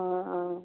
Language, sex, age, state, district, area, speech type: Assamese, female, 30-45, Assam, Lakhimpur, rural, conversation